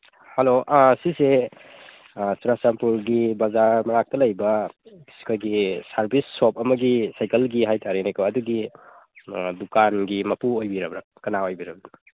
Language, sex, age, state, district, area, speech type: Manipuri, male, 18-30, Manipur, Churachandpur, rural, conversation